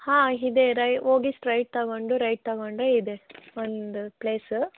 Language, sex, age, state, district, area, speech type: Kannada, female, 18-30, Karnataka, Chikkaballapur, rural, conversation